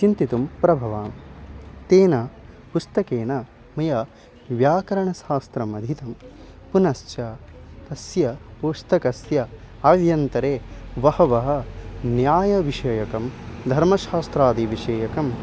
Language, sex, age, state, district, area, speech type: Sanskrit, male, 18-30, Odisha, Khordha, urban, spontaneous